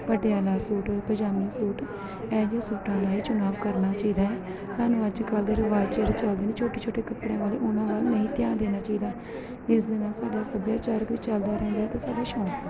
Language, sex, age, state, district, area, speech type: Punjabi, female, 30-45, Punjab, Gurdaspur, urban, spontaneous